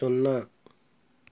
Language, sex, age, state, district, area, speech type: Telugu, male, 60+, Andhra Pradesh, Konaseema, rural, read